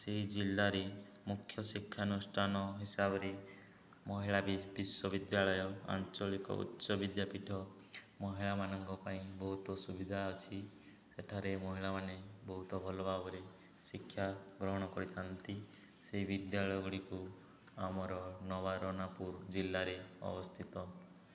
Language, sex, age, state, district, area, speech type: Odia, male, 18-30, Odisha, Subarnapur, urban, spontaneous